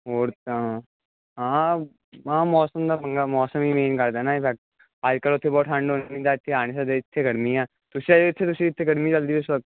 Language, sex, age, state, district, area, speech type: Punjabi, male, 18-30, Punjab, Hoshiarpur, urban, conversation